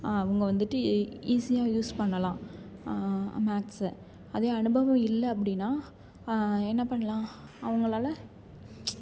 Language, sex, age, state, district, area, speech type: Tamil, female, 18-30, Tamil Nadu, Thanjavur, rural, spontaneous